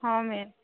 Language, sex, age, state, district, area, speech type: Odia, female, 18-30, Odisha, Subarnapur, urban, conversation